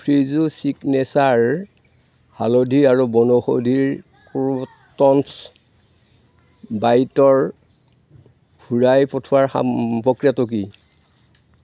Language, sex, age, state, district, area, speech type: Assamese, male, 60+, Assam, Darrang, rural, read